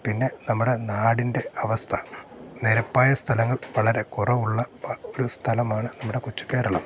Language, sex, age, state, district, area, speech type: Malayalam, male, 45-60, Kerala, Kottayam, urban, spontaneous